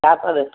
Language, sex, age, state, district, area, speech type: Tamil, male, 60+, Tamil Nadu, Erode, rural, conversation